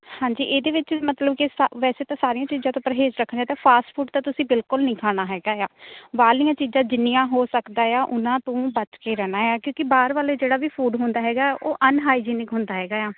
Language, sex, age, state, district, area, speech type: Punjabi, female, 18-30, Punjab, Shaheed Bhagat Singh Nagar, urban, conversation